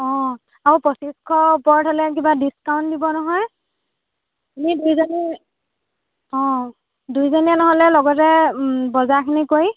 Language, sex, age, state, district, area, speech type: Assamese, female, 18-30, Assam, Dhemaji, rural, conversation